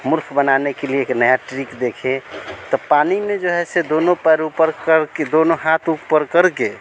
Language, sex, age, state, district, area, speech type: Hindi, male, 45-60, Bihar, Vaishali, urban, spontaneous